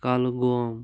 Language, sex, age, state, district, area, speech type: Kashmiri, male, 30-45, Jammu and Kashmir, Pulwama, rural, spontaneous